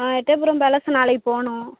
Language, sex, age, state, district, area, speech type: Tamil, female, 18-30, Tamil Nadu, Thoothukudi, rural, conversation